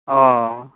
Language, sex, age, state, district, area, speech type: Santali, male, 18-30, West Bengal, Birbhum, rural, conversation